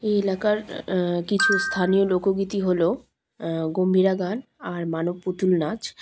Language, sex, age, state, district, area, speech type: Bengali, female, 30-45, West Bengal, Malda, rural, spontaneous